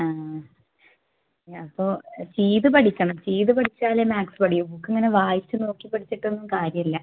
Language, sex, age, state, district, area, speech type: Malayalam, female, 18-30, Kerala, Palakkad, rural, conversation